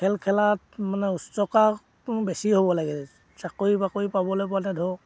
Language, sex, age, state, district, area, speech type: Assamese, male, 60+, Assam, Dibrugarh, rural, spontaneous